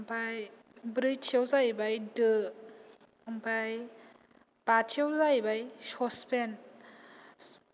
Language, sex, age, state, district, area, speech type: Bodo, female, 18-30, Assam, Kokrajhar, rural, spontaneous